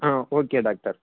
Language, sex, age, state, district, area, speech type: Tamil, male, 18-30, Tamil Nadu, Thanjavur, rural, conversation